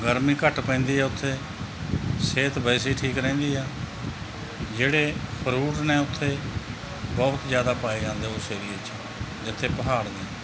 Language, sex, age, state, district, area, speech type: Punjabi, male, 45-60, Punjab, Mansa, urban, spontaneous